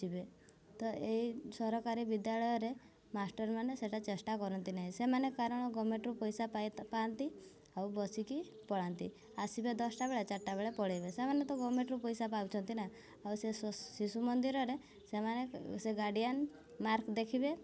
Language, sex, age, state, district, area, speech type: Odia, female, 18-30, Odisha, Mayurbhanj, rural, spontaneous